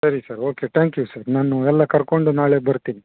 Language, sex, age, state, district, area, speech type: Kannada, male, 30-45, Karnataka, Bangalore Urban, urban, conversation